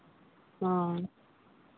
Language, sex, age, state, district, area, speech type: Santali, female, 30-45, Jharkhand, Seraikela Kharsawan, rural, conversation